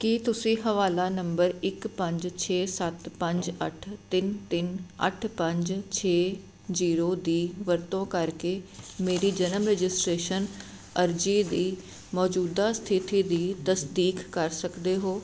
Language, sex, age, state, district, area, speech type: Punjabi, female, 30-45, Punjab, Jalandhar, urban, read